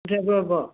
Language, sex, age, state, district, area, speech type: Manipuri, female, 45-60, Manipur, Senapati, rural, conversation